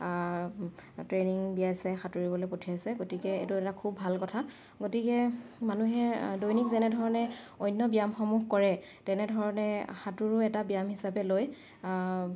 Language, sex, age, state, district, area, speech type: Assamese, female, 30-45, Assam, Dhemaji, urban, spontaneous